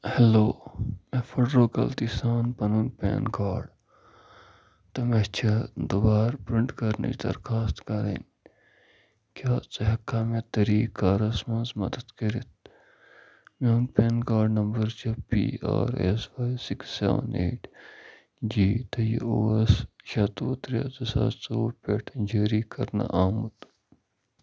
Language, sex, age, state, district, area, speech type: Kashmiri, male, 18-30, Jammu and Kashmir, Bandipora, rural, read